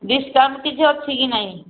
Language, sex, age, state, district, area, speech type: Odia, female, 60+, Odisha, Angul, rural, conversation